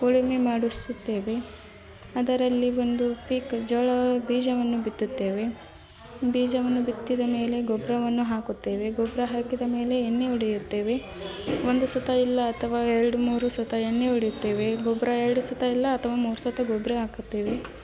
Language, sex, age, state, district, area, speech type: Kannada, female, 18-30, Karnataka, Gadag, urban, spontaneous